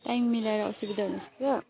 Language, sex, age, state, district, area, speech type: Nepali, female, 30-45, West Bengal, Alipurduar, rural, spontaneous